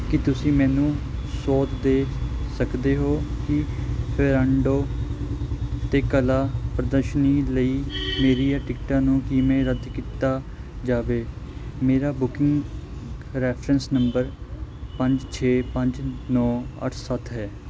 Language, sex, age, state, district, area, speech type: Punjabi, male, 18-30, Punjab, Kapurthala, rural, read